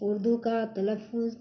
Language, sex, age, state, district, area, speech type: Urdu, female, 30-45, Bihar, Gaya, urban, spontaneous